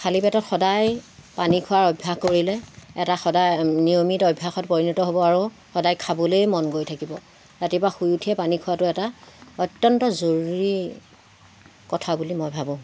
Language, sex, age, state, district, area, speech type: Assamese, female, 60+, Assam, Golaghat, rural, spontaneous